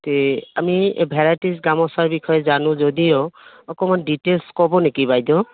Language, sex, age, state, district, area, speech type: Assamese, female, 45-60, Assam, Goalpara, urban, conversation